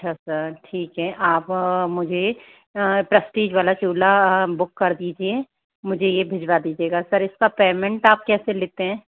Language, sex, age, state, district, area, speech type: Hindi, female, 30-45, Rajasthan, Jaipur, urban, conversation